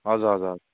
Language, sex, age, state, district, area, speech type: Nepali, male, 30-45, West Bengal, Darjeeling, rural, conversation